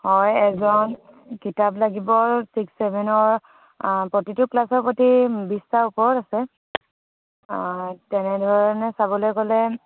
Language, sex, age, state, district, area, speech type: Assamese, female, 18-30, Assam, Dhemaji, urban, conversation